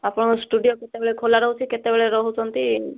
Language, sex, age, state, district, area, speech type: Odia, female, 60+, Odisha, Kandhamal, rural, conversation